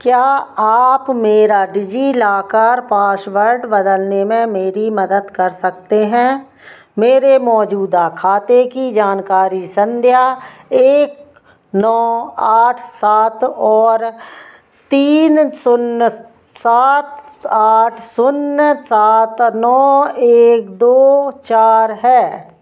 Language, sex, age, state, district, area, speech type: Hindi, female, 45-60, Madhya Pradesh, Narsinghpur, rural, read